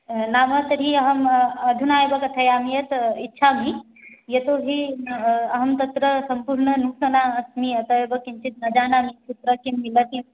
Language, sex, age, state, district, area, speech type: Sanskrit, female, 18-30, Odisha, Jagatsinghpur, urban, conversation